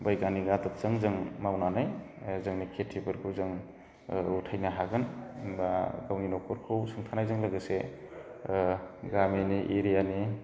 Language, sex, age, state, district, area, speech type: Bodo, male, 30-45, Assam, Udalguri, rural, spontaneous